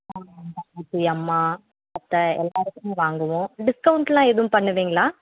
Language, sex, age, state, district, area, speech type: Tamil, female, 18-30, Tamil Nadu, Tiruvallur, urban, conversation